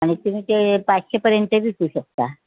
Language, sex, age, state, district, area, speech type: Marathi, female, 45-60, Maharashtra, Nagpur, urban, conversation